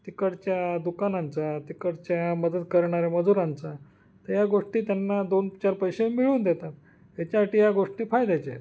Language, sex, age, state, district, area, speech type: Marathi, male, 45-60, Maharashtra, Nashik, urban, spontaneous